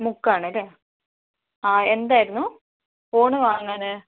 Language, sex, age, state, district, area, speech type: Malayalam, female, 30-45, Kerala, Kozhikode, urban, conversation